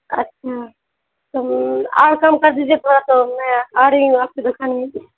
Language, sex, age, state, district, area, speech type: Urdu, female, 18-30, Bihar, Saharsa, rural, conversation